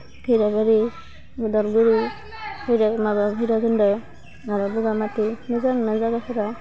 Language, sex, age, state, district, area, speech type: Bodo, female, 18-30, Assam, Udalguri, urban, spontaneous